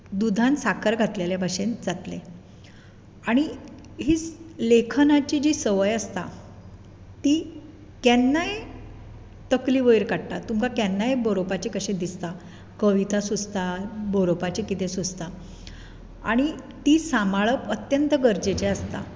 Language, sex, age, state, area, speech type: Goan Konkani, female, 45-60, Maharashtra, urban, spontaneous